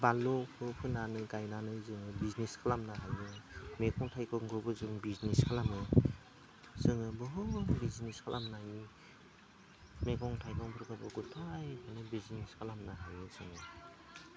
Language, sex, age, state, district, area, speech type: Bodo, male, 30-45, Assam, Udalguri, rural, spontaneous